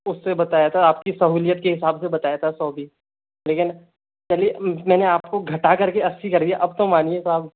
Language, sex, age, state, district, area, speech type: Hindi, male, 30-45, Rajasthan, Jaipur, urban, conversation